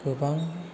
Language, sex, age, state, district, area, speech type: Bodo, male, 18-30, Assam, Chirang, urban, spontaneous